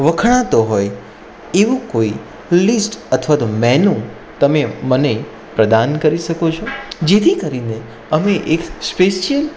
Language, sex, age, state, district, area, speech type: Gujarati, male, 30-45, Gujarat, Anand, urban, spontaneous